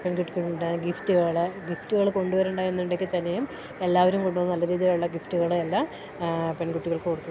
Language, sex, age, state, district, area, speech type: Malayalam, female, 30-45, Kerala, Idukki, rural, spontaneous